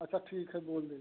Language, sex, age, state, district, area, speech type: Hindi, male, 30-45, Uttar Pradesh, Chandauli, rural, conversation